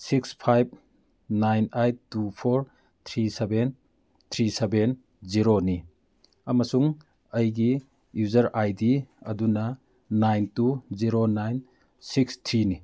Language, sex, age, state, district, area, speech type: Manipuri, male, 45-60, Manipur, Churachandpur, urban, read